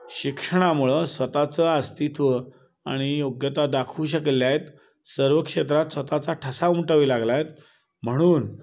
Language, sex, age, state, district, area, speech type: Marathi, male, 60+, Maharashtra, Kolhapur, urban, spontaneous